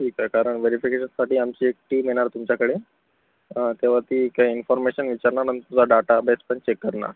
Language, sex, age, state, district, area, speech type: Marathi, male, 60+, Maharashtra, Akola, rural, conversation